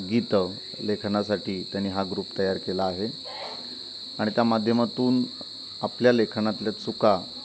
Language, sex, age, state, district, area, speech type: Marathi, male, 30-45, Maharashtra, Ratnagiri, rural, spontaneous